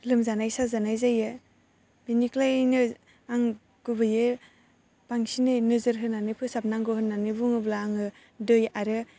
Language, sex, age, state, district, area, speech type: Bodo, female, 18-30, Assam, Baksa, rural, spontaneous